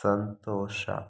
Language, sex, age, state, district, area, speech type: Kannada, male, 45-60, Karnataka, Chikkaballapur, rural, read